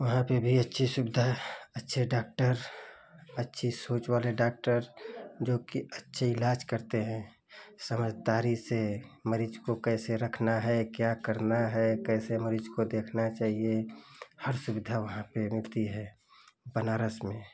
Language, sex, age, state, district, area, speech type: Hindi, male, 30-45, Uttar Pradesh, Ghazipur, urban, spontaneous